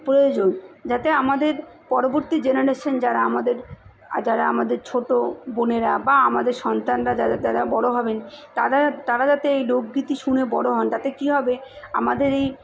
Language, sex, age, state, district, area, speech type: Bengali, female, 30-45, West Bengal, South 24 Parganas, urban, spontaneous